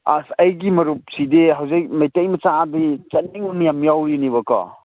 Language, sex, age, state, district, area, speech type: Manipuri, male, 30-45, Manipur, Ukhrul, urban, conversation